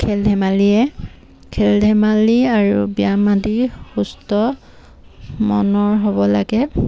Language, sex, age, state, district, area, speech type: Assamese, female, 45-60, Assam, Dibrugarh, rural, spontaneous